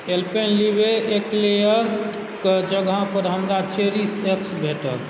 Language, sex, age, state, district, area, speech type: Maithili, male, 18-30, Bihar, Supaul, rural, read